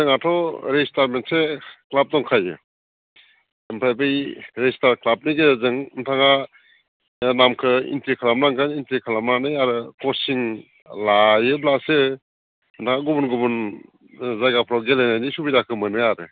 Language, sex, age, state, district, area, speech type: Bodo, male, 45-60, Assam, Baksa, urban, conversation